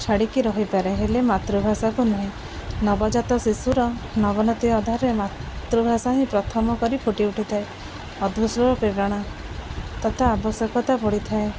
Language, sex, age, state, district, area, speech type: Odia, female, 30-45, Odisha, Jagatsinghpur, rural, spontaneous